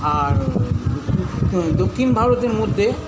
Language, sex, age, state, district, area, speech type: Bengali, male, 45-60, West Bengal, South 24 Parganas, urban, spontaneous